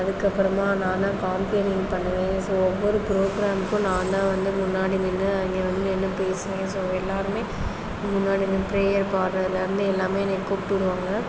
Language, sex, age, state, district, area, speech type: Tamil, female, 30-45, Tamil Nadu, Pudukkottai, rural, spontaneous